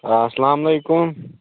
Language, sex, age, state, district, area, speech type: Kashmiri, male, 18-30, Jammu and Kashmir, Bandipora, rural, conversation